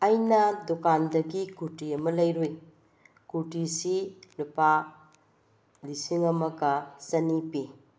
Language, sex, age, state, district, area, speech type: Manipuri, female, 45-60, Manipur, Bishnupur, urban, spontaneous